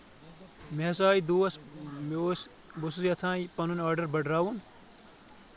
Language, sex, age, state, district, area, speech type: Kashmiri, male, 18-30, Jammu and Kashmir, Kulgam, rural, spontaneous